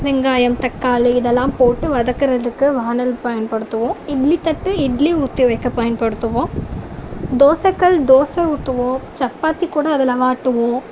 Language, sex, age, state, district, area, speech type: Tamil, female, 18-30, Tamil Nadu, Tiruvarur, urban, spontaneous